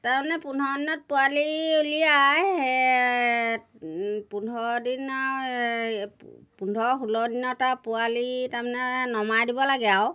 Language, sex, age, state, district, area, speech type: Assamese, female, 60+, Assam, Golaghat, rural, spontaneous